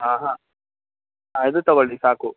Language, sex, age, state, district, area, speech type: Kannada, male, 18-30, Karnataka, Mysore, urban, conversation